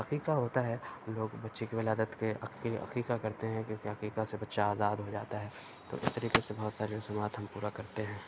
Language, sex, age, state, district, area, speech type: Urdu, male, 45-60, Uttar Pradesh, Aligarh, rural, spontaneous